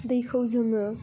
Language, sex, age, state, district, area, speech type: Bodo, female, 18-30, Assam, Udalguri, urban, spontaneous